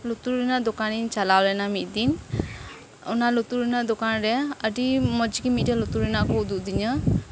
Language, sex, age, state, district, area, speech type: Santali, female, 18-30, West Bengal, Birbhum, rural, spontaneous